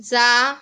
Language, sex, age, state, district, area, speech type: Marathi, female, 45-60, Maharashtra, Yavatmal, urban, read